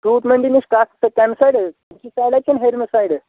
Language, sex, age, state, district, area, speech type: Kashmiri, male, 30-45, Jammu and Kashmir, Kulgam, rural, conversation